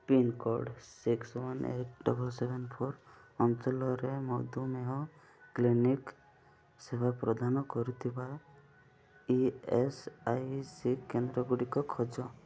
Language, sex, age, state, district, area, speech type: Odia, male, 30-45, Odisha, Malkangiri, urban, read